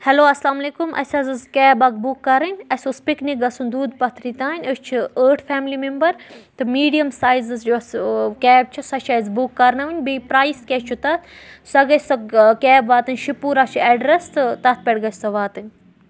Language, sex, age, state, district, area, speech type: Kashmiri, female, 18-30, Jammu and Kashmir, Budgam, rural, spontaneous